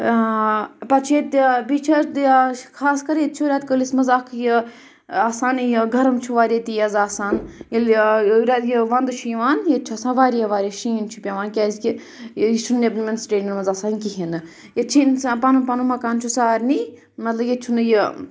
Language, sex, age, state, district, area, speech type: Kashmiri, female, 30-45, Jammu and Kashmir, Pulwama, urban, spontaneous